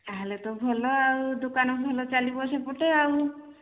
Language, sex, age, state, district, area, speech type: Odia, female, 45-60, Odisha, Angul, rural, conversation